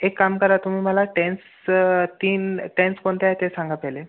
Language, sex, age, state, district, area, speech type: Marathi, other, 18-30, Maharashtra, Buldhana, urban, conversation